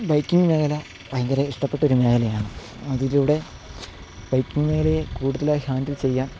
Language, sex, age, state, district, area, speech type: Malayalam, male, 30-45, Kerala, Idukki, rural, spontaneous